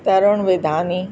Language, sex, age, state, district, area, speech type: Sindhi, female, 60+, Uttar Pradesh, Lucknow, rural, spontaneous